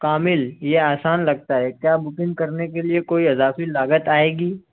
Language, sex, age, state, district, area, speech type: Urdu, male, 60+, Maharashtra, Nashik, urban, conversation